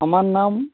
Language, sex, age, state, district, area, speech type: Bengali, male, 30-45, West Bengal, Uttar Dinajpur, urban, conversation